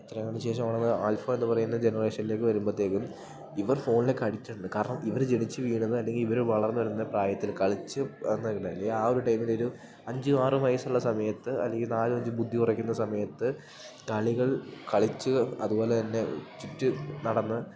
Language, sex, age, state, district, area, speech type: Malayalam, male, 18-30, Kerala, Idukki, rural, spontaneous